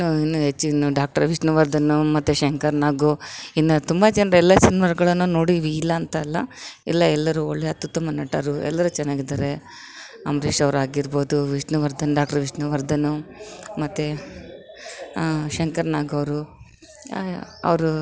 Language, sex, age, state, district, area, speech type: Kannada, female, 45-60, Karnataka, Vijayanagara, rural, spontaneous